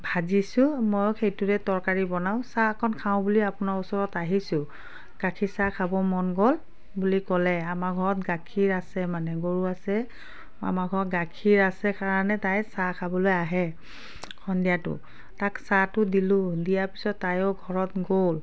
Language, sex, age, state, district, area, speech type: Assamese, female, 45-60, Assam, Biswanath, rural, spontaneous